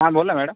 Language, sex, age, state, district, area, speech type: Marathi, male, 60+, Maharashtra, Nagpur, rural, conversation